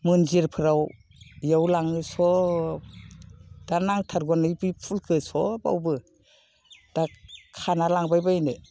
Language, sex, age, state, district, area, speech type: Bodo, female, 60+, Assam, Baksa, urban, spontaneous